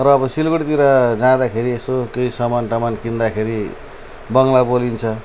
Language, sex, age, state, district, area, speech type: Nepali, male, 45-60, West Bengal, Jalpaiguri, rural, spontaneous